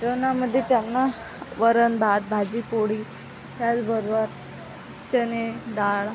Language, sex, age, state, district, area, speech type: Marathi, female, 18-30, Maharashtra, Akola, rural, spontaneous